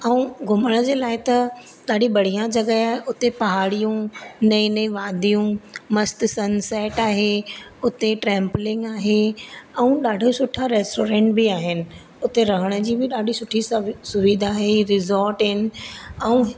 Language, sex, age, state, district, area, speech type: Sindhi, female, 30-45, Madhya Pradesh, Katni, urban, spontaneous